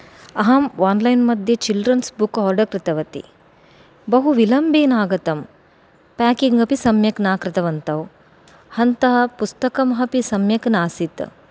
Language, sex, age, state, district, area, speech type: Sanskrit, female, 30-45, Karnataka, Dakshina Kannada, urban, spontaneous